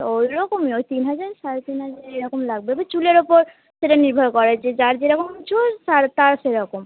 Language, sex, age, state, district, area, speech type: Bengali, female, 18-30, West Bengal, Hooghly, urban, conversation